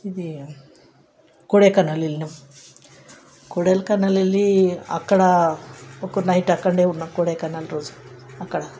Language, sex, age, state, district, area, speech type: Telugu, female, 60+, Telangana, Hyderabad, urban, spontaneous